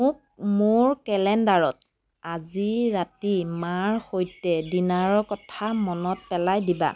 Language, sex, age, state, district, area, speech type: Assamese, female, 30-45, Assam, Biswanath, rural, read